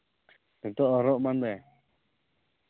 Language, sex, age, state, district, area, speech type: Santali, male, 18-30, Jharkhand, East Singhbhum, rural, conversation